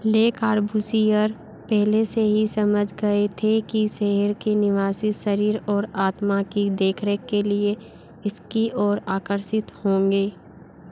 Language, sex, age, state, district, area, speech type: Hindi, female, 60+, Madhya Pradesh, Bhopal, urban, read